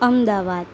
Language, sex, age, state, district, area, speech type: Gujarati, female, 18-30, Gujarat, Anand, rural, spontaneous